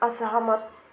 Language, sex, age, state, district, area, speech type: Nepali, female, 45-60, West Bengal, Jalpaiguri, urban, read